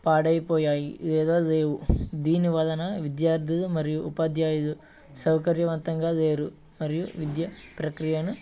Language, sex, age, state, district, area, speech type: Telugu, male, 30-45, Andhra Pradesh, Eluru, rural, spontaneous